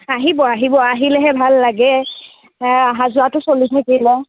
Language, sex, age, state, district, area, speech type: Assamese, female, 18-30, Assam, Darrang, rural, conversation